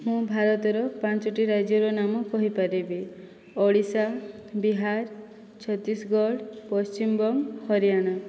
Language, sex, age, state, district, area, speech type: Odia, female, 18-30, Odisha, Boudh, rural, spontaneous